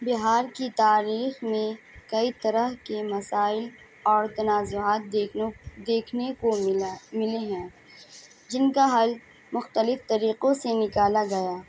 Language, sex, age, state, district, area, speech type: Urdu, female, 18-30, Bihar, Madhubani, urban, spontaneous